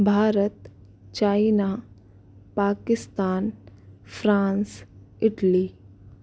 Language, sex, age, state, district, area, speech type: Hindi, female, 18-30, Rajasthan, Jaipur, urban, spontaneous